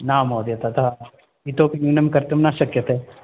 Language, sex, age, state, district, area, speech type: Sanskrit, male, 45-60, Karnataka, Bangalore Urban, urban, conversation